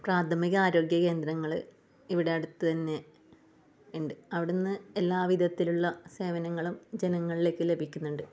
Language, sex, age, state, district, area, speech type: Malayalam, female, 30-45, Kerala, Kasaragod, rural, spontaneous